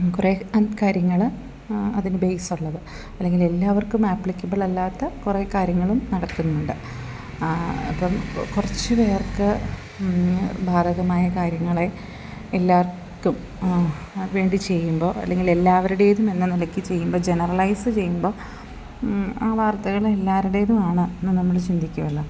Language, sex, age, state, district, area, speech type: Malayalam, female, 30-45, Kerala, Idukki, rural, spontaneous